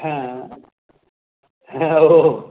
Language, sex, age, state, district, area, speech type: Marathi, male, 45-60, Maharashtra, Raigad, rural, conversation